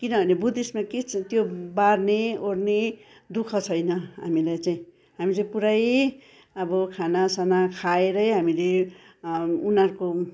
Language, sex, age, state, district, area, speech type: Nepali, female, 60+, West Bengal, Kalimpong, rural, spontaneous